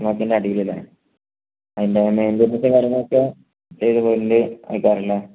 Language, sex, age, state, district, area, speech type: Malayalam, male, 30-45, Kerala, Malappuram, rural, conversation